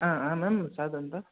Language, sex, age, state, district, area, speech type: Kannada, male, 18-30, Karnataka, Bangalore Urban, urban, conversation